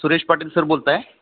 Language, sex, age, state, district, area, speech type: Marathi, male, 45-60, Maharashtra, Thane, rural, conversation